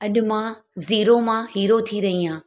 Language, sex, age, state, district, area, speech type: Sindhi, female, 30-45, Gujarat, Surat, urban, spontaneous